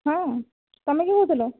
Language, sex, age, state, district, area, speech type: Odia, male, 60+, Odisha, Nayagarh, rural, conversation